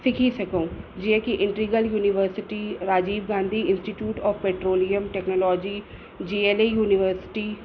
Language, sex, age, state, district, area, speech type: Sindhi, female, 30-45, Uttar Pradesh, Lucknow, urban, spontaneous